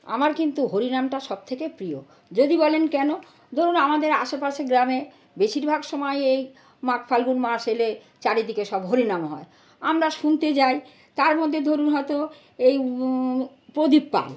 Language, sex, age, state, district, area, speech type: Bengali, female, 60+, West Bengal, North 24 Parganas, urban, spontaneous